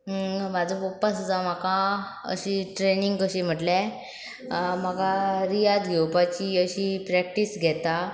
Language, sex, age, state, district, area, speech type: Goan Konkani, female, 18-30, Goa, Pernem, rural, spontaneous